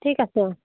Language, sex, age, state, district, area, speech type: Assamese, female, 30-45, Assam, Jorhat, urban, conversation